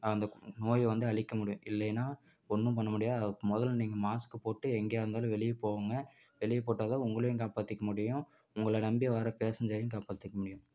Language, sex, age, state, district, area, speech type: Tamil, male, 18-30, Tamil Nadu, Namakkal, rural, spontaneous